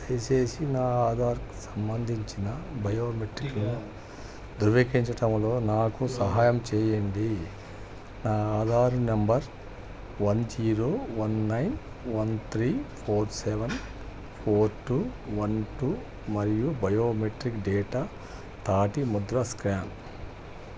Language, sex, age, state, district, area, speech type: Telugu, male, 60+, Andhra Pradesh, Krishna, urban, read